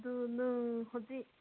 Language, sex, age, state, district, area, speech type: Manipuri, female, 18-30, Manipur, Senapati, rural, conversation